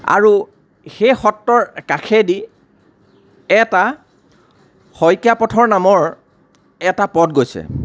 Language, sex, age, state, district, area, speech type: Assamese, male, 30-45, Assam, Lakhimpur, rural, spontaneous